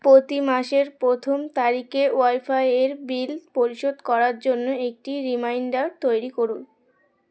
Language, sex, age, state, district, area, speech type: Bengali, female, 18-30, West Bengal, Uttar Dinajpur, urban, read